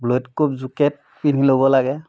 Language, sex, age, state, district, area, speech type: Assamese, male, 45-60, Assam, Majuli, urban, spontaneous